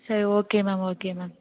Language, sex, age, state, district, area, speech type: Tamil, female, 18-30, Tamil Nadu, Thanjavur, rural, conversation